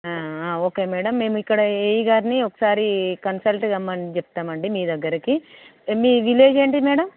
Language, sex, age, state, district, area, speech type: Telugu, female, 30-45, Telangana, Peddapalli, rural, conversation